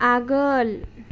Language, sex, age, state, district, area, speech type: Bodo, female, 30-45, Assam, Chirang, rural, read